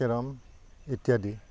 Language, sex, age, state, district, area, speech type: Assamese, male, 45-60, Assam, Udalguri, rural, spontaneous